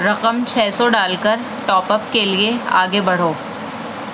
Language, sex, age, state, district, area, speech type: Urdu, female, 18-30, Delhi, South Delhi, urban, read